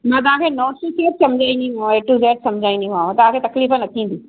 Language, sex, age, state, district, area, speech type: Sindhi, female, 30-45, Maharashtra, Thane, urban, conversation